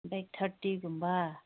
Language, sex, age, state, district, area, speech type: Manipuri, female, 30-45, Manipur, Senapati, rural, conversation